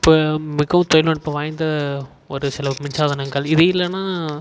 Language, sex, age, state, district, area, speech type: Tamil, male, 18-30, Tamil Nadu, Tiruvannamalai, urban, spontaneous